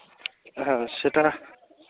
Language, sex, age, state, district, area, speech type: Bengali, male, 18-30, West Bengal, Birbhum, urban, conversation